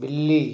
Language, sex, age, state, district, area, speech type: Hindi, male, 30-45, Madhya Pradesh, Ujjain, urban, read